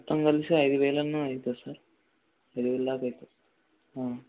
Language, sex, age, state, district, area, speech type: Telugu, male, 18-30, Telangana, Suryapet, urban, conversation